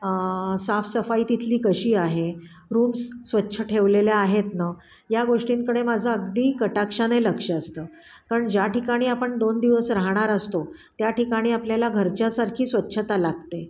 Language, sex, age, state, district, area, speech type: Marathi, female, 45-60, Maharashtra, Pune, urban, spontaneous